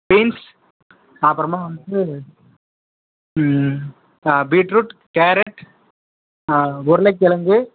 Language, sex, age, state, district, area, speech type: Tamil, male, 30-45, Tamil Nadu, Dharmapuri, rural, conversation